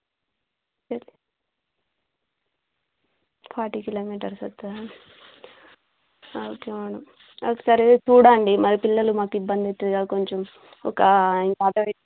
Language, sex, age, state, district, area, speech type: Telugu, female, 30-45, Telangana, Warangal, rural, conversation